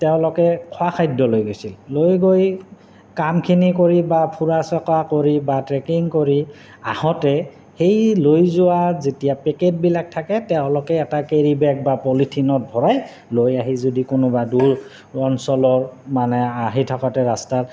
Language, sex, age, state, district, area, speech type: Assamese, male, 30-45, Assam, Goalpara, urban, spontaneous